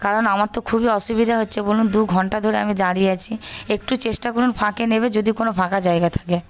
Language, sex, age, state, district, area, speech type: Bengali, female, 18-30, West Bengal, Paschim Medinipur, urban, spontaneous